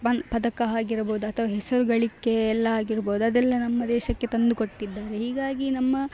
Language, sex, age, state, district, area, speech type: Kannada, female, 18-30, Karnataka, Dakshina Kannada, rural, spontaneous